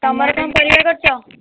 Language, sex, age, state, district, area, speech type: Odia, female, 18-30, Odisha, Kendujhar, urban, conversation